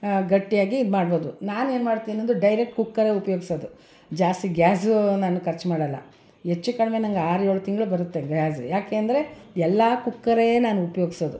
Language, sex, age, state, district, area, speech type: Kannada, female, 60+, Karnataka, Mysore, rural, spontaneous